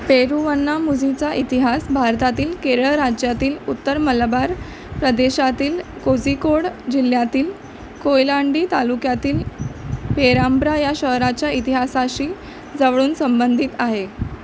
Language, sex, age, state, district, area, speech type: Marathi, female, 18-30, Maharashtra, Mumbai Suburban, urban, read